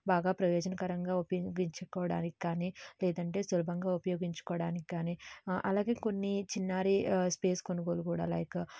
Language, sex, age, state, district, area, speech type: Telugu, female, 18-30, Andhra Pradesh, N T Rama Rao, urban, spontaneous